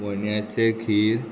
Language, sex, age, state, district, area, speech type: Goan Konkani, male, 18-30, Goa, Murmgao, urban, spontaneous